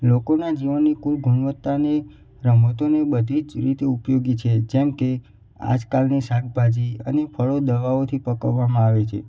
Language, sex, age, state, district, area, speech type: Gujarati, male, 18-30, Gujarat, Mehsana, rural, spontaneous